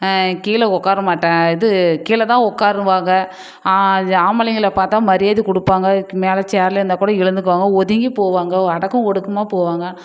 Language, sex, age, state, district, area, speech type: Tamil, female, 45-60, Tamil Nadu, Dharmapuri, rural, spontaneous